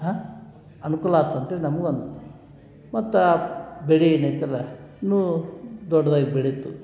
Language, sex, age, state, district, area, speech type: Kannada, male, 60+, Karnataka, Dharwad, urban, spontaneous